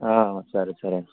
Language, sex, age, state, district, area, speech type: Telugu, male, 45-60, Andhra Pradesh, Vizianagaram, rural, conversation